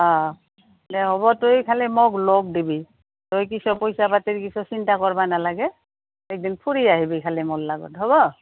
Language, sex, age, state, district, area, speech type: Assamese, female, 60+, Assam, Goalpara, rural, conversation